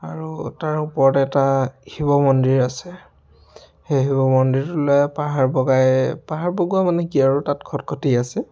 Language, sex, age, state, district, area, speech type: Assamese, male, 30-45, Assam, Dhemaji, rural, spontaneous